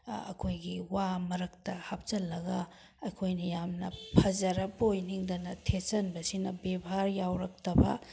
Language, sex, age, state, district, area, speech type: Manipuri, female, 60+, Manipur, Bishnupur, rural, spontaneous